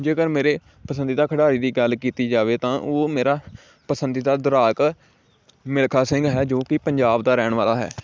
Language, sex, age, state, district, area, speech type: Punjabi, male, 18-30, Punjab, Amritsar, urban, spontaneous